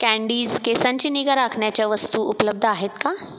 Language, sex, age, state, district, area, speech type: Marathi, female, 30-45, Maharashtra, Buldhana, urban, read